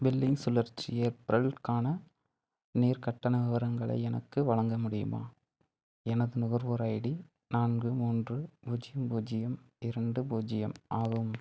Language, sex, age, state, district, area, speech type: Tamil, male, 18-30, Tamil Nadu, Madurai, rural, read